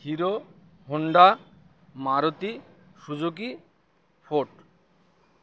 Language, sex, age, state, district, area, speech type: Bengali, male, 30-45, West Bengal, Uttar Dinajpur, urban, spontaneous